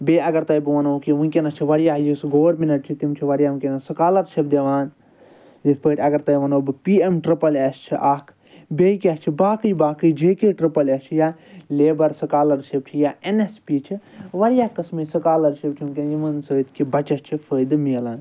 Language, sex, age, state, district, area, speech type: Kashmiri, male, 30-45, Jammu and Kashmir, Srinagar, urban, spontaneous